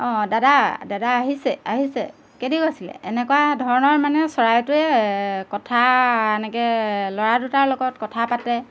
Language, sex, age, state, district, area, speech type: Assamese, female, 30-45, Assam, Golaghat, urban, spontaneous